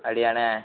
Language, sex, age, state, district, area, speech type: Tamil, male, 18-30, Tamil Nadu, Thoothukudi, rural, conversation